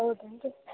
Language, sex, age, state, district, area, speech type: Kannada, female, 18-30, Karnataka, Gadag, rural, conversation